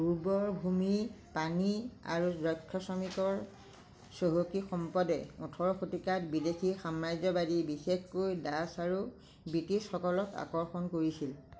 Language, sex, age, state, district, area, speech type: Assamese, female, 60+, Assam, Lakhimpur, rural, read